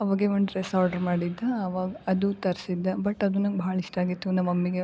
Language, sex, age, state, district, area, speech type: Kannada, female, 18-30, Karnataka, Gulbarga, urban, spontaneous